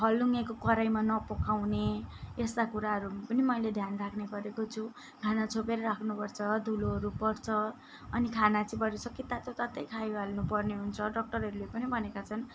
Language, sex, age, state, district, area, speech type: Nepali, female, 30-45, West Bengal, Kalimpong, rural, spontaneous